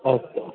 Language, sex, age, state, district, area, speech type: Sanskrit, male, 18-30, Uttar Pradesh, Pratapgarh, rural, conversation